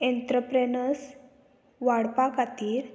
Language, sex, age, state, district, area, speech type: Goan Konkani, female, 18-30, Goa, Murmgao, rural, spontaneous